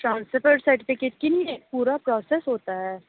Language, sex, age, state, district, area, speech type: Urdu, female, 30-45, Uttar Pradesh, Aligarh, rural, conversation